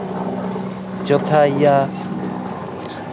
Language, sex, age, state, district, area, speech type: Dogri, male, 18-30, Jammu and Kashmir, Udhampur, rural, spontaneous